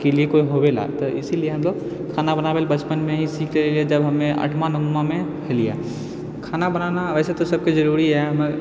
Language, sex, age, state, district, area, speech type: Maithili, male, 30-45, Bihar, Purnia, rural, spontaneous